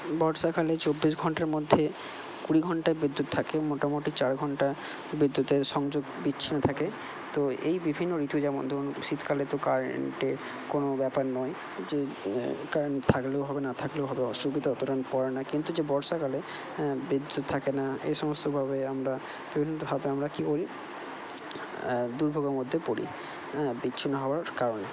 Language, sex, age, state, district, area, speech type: Bengali, male, 45-60, West Bengal, Purba Bardhaman, urban, spontaneous